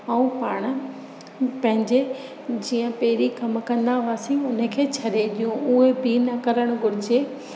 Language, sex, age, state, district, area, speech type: Sindhi, female, 30-45, Gujarat, Kutch, rural, spontaneous